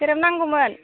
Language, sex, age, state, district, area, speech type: Bodo, female, 18-30, Assam, Udalguri, urban, conversation